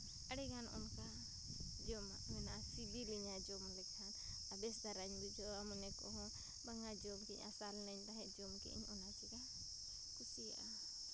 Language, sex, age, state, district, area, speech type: Santali, female, 30-45, Jharkhand, Seraikela Kharsawan, rural, spontaneous